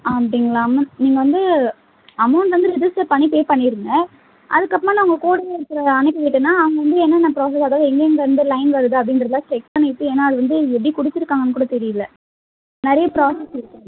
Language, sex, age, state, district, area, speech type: Tamil, female, 18-30, Tamil Nadu, Chennai, urban, conversation